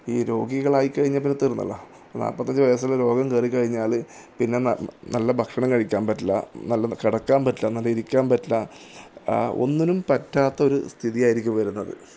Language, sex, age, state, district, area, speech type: Malayalam, male, 30-45, Kerala, Kasaragod, rural, spontaneous